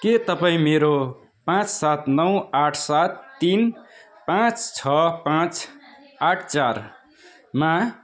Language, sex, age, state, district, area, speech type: Nepali, male, 45-60, West Bengal, Darjeeling, rural, read